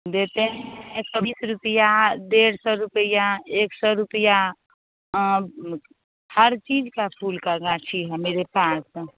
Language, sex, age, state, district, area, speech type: Hindi, female, 45-60, Bihar, Begusarai, rural, conversation